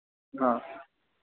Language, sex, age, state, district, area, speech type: Hindi, male, 30-45, Madhya Pradesh, Harda, urban, conversation